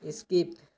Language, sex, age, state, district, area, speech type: Odia, male, 18-30, Odisha, Malkangiri, urban, read